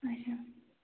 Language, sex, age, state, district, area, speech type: Kashmiri, female, 18-30, Jammu and Kashmir, Bandipora, rural, conversation